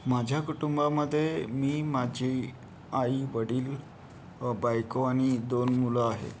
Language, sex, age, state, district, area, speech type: Marathi, male, 30-45, Maharashtra, Yavatmal, rural, spontaneous